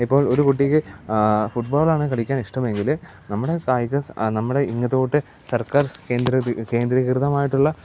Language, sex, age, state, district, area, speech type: Malayalam, male, 18-30, Kerala, Pathanamthitta, rural, spontaneous